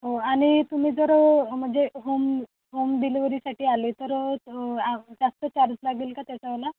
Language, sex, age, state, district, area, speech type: Marathi, female, 18-30, Maharashtra, Thane, rural, conversation